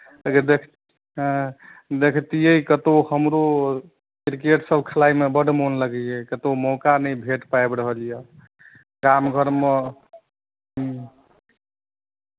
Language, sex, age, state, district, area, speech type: Maithili, male, 18-30, Bihar, Madhubani, rural, conversation